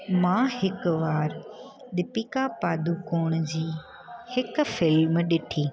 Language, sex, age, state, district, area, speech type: Sindhi, female, 30-45, Gujarat, Junagadh, urban, spontaneous